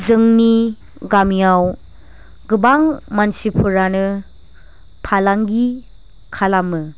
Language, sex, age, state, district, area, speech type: Bodo, female, 45-60, Assam, Chirang, rural, spontaneous